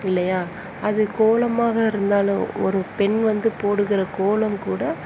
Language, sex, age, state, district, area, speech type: Tamil, female, 30-45, Tamil Nadu, Perambalur, rural, spontaneous